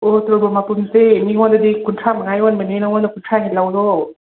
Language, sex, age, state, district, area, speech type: Manipuri, female, 45-60, Manipur, Imphal West, rural, conversation